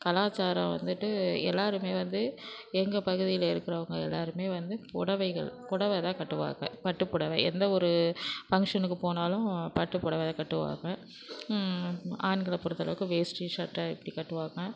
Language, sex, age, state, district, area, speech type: Tamil, female, 60+, Tamil Nadu, Nagapattinam, rural, spontaneous